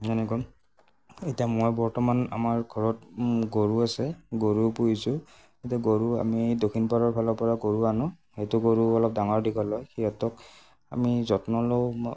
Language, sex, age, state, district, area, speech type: Assamese, male, 18-30, Assam, Morigaon, rural, spontaneous